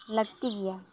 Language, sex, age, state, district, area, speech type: Santali, female, 30-45, Jharkhand, East Singhbhum, rural, spontaneous